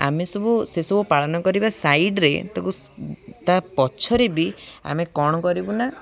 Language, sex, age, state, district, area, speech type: Odia, male, 18-30, Odisha, Jagatsinghpur, rural, spontaneous